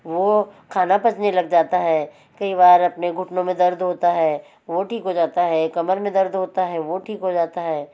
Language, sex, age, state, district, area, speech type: Hindi, female, 45-60, Madhya Pradesh, Betul, urban, spontaneous